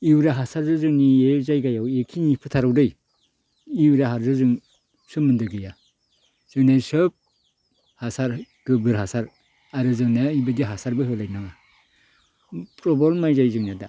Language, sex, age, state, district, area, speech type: Bodo, male, 60+, Assam, Baksa, rural, spontaneous